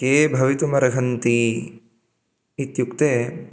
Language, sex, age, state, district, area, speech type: Sanskrit, male, 18-30, Karnataka, Chikkamagaluru, rural, spontaneous